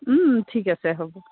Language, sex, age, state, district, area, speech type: Assamese, female, 45-60, Assam, Biswanath, rural, conversation